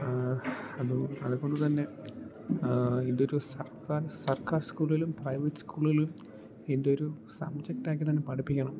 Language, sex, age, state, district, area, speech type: Malayalam, male, 18-30, Kerala, Idukki, rural, spontaneous